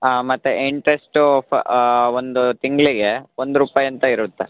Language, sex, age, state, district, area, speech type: Kannada, male, 18-30, Karnataka, Chitradurga, rural, conversation